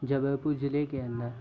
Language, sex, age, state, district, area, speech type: Hindi, male, 18-30, Madhya Pradesh, Jabalpur, urban, spontaneous